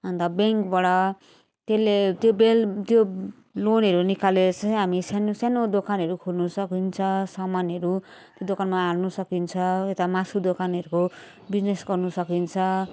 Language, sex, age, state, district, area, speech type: Nepali, female, 30-45, West Bengal, Jalpaiguri, urban, spontaneous